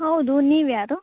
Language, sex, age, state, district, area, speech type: Kannada, female, 18-30, Karnataka, Chikkaballapur, rural, conversation